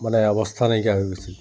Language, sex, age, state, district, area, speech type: Assamese, male, 45-60, Assam, Dibrugarh, rural, spontaneous